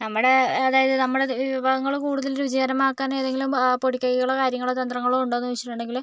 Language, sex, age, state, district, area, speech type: Malayalam, female, 45-60, Kerala, Kozhikode, urban, spontaneous